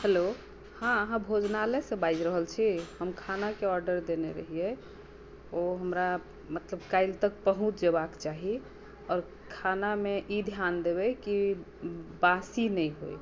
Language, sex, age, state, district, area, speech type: Maithili, female, 60+, Bihar, Madhubani, rural, spontaneous